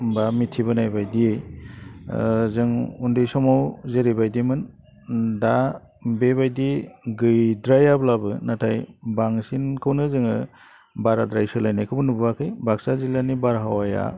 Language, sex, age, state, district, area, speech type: Bodo, male, 45-60, Assam, Baksa, urban, spontaneous